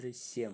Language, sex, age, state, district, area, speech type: Malayalam, male, 30-45, Kerala, Palakkad, rural, read